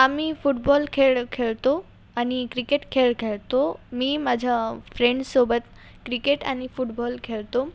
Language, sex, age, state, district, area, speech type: Marathi, female, 18-30, Maharashtra, Washim, rural, spontaneous